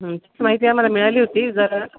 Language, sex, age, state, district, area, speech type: Marathi, female, 45-60, Maharashtra, Nashik, urban, conversation